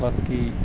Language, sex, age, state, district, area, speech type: Punjabi, male, 30-45, Punjab, Mansa, urban, spontaneous